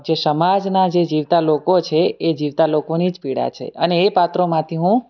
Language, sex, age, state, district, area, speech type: Gujarati, male, 18-30, Gujarat, Surat, rural, spontaneous